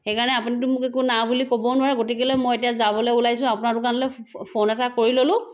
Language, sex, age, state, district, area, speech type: Assamese, female, 30-45, Assam, Sivasagar, rural, spontaneous